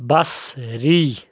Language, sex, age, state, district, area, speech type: Kashmiri, male, 30-45, Jammu and Kashmir, Kulgam, rural, read